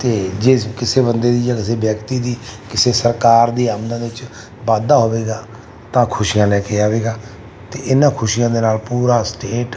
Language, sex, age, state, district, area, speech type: Punjabi, male, 45-60, Punjab, Mansa, urban, spontaneous